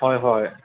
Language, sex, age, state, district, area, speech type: Assamese, male, 30-45, Assam, Golaghat, urban, conversation